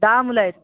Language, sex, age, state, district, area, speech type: Marathi, male, 18-30, Maharashtra, Hingoli, urban, conversation